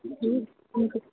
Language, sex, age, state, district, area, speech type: Odia, female, 45-60, Odisha, Sundergarh, rural, conversation